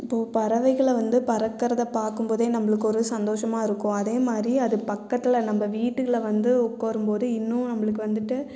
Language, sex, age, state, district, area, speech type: Tamil, female, 30-45, Tamil Nadu, Erode, rural, spontaneous